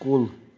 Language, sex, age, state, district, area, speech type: Kashmiri, male, 45-60, Jammu and Kashmir, Srinagar, urban, read